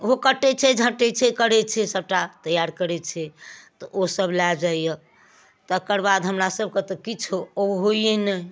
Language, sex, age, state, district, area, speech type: Maithili, female, 60+, Bihar, Darbhanga, rural, spontaneous